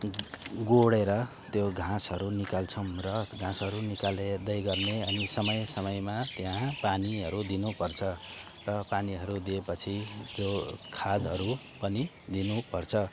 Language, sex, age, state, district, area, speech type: Nepali, male, 30-45, West Bengal, Darjeeling, rural, spontaneous